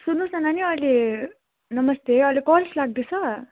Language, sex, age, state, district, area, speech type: Nepali, female, 18-30, West Bengal, Kalimpong, rural, conversation